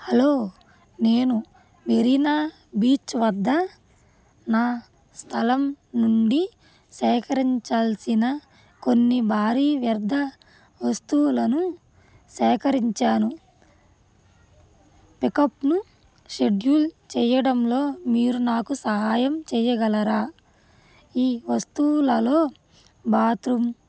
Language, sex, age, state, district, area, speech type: Telugu, female, 30-45, Andhra Pradesh, Krishna, rural, read